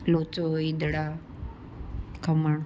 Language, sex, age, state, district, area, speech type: Sindhi, female, 60+, Gujarat, Surat, urban, spontaneous